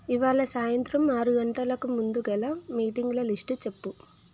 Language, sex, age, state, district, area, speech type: Telugu, female, 18-30, Telangana, Hyderabad, urban, read